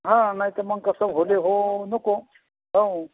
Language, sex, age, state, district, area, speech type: Marathi, male, 60+, Maharashtra, Akola, urban, conversation